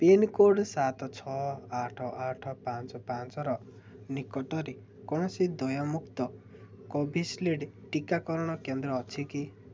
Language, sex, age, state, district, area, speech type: Odia, male, 18-30, Odisha, Ganjam, urban, read